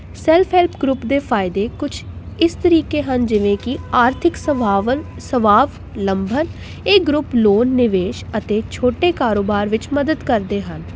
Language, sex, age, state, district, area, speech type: Punjabi, female, 18-30, Punjab, Jalandhar, urban, spontaneous